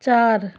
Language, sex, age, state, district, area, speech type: Bengali, female, 45-60, West Bengal, South 24 Parganas, rural, read